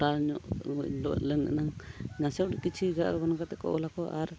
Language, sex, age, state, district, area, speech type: Santali, male, 45-60, Odisha, Mayurbhanj, rural, spontaneous